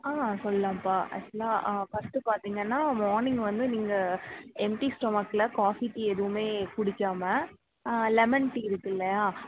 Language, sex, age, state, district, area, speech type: Tamil, female, 18-30, Tamil Nadu, Tirunelveli, rural, conversation